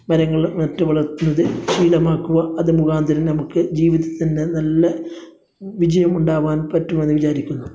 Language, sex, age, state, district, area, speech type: Malayalam, male, 30-45, Kerala, Kasaragod, rural, spontaneous